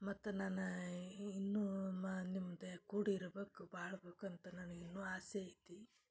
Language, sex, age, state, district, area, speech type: Kannada, female, 30-45, Karnataka, Dharwad, rural, spontaneous